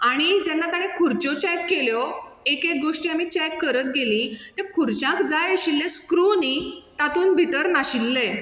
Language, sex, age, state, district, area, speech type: Goan Konkani, female, 30-45, Goa, Bardez, rural, spontaneous